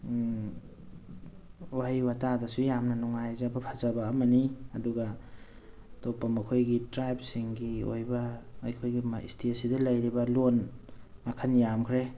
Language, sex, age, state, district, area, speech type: Manipuri, male, 45-60, Manipur, Thoubal, rural, spontaneous